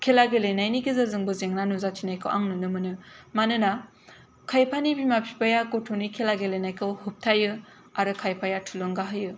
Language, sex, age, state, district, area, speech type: Bodo, female, 18-30, Assam, Kokrajhar, urban, spontaneous